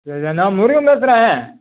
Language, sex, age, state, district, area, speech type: Tamil, male, 45-60, Tamil Nadu, Tiruppur, urban, conversation